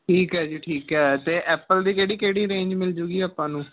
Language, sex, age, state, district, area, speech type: Punjabi, male, 18-30, Punjab, Patiala, urban, conversation